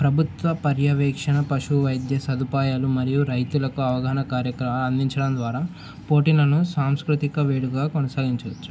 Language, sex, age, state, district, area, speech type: Telugu, male, 18-30, Telangana, Mulugu, urban, spontaneous